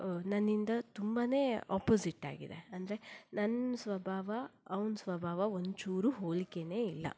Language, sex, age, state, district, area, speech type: Kannada, female, 30-45, Karnataka, Shimoga, rural, spontaneous